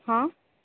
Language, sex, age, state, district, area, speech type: Odia, female, 30-45, Odisha, Subarnapur, urban, conversation